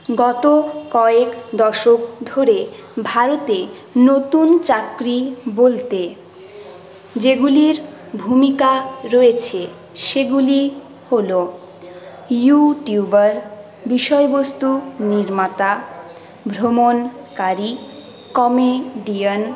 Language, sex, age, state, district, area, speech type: Bengali, female, 60+, West Bengal, Paschim Bardhaman, urban, spontaneous